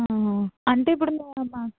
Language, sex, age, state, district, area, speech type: Telugu, female, 30-45, Andhra Pradesh, Eluru, rural, conversation